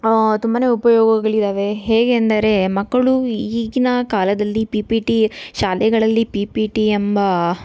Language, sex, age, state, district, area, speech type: Kannada, female, 18-30, Karnataka, Tumkur, urban, spontaneous